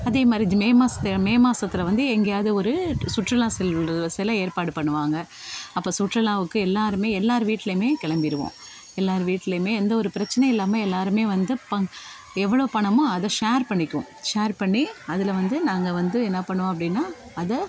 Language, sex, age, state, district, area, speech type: Tamil, female, 45-60, Tamil Nadu, Thanjavur, rural, spontaneous